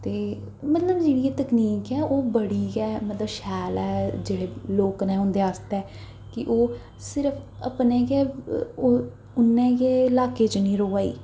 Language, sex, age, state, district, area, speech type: Dogri, female, 18-30, Jammu and Kashmir, Jammu, urban, spontaneous